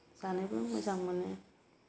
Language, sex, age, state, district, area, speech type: Bodo, female, 45-60, Assam, Kokrajhar, rural, spontaneous